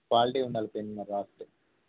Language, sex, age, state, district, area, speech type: Telugu, male, 18-30, Telangana, Jangaon, urban, conversation